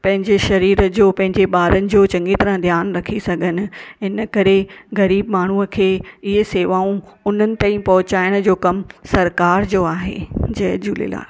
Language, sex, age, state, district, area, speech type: Sindhi, female, 45-60, Maharashtra, Mumbai Suburban, urban, spontaneous